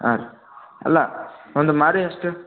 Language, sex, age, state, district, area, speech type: Kannada, male, 18-30, Karnataka, Gadag, rural, conversation